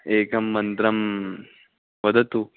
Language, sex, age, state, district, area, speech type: Sanskrit, male, 18-30, Maharashtra, Nagpur, urban, conversation